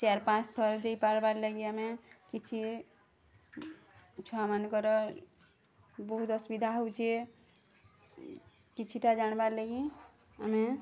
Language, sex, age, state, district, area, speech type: Odia, female, 30-45, Odisha, Bargarh, urban, spontaneous